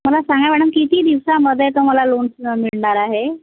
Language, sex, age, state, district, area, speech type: Marathi, female, 60+, Maharashtra, Nagpur, rural, conversation